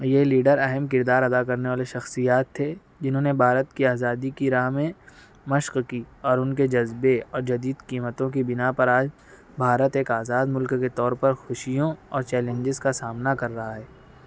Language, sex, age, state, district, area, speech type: Urdu, male, 60+, Maharashtra, Nashik, urban, spontaneous